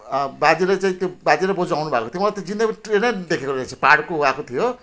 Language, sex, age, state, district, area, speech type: Nepali, female, 60+, West Bengal, Jalpaiguri, rural, spontaneous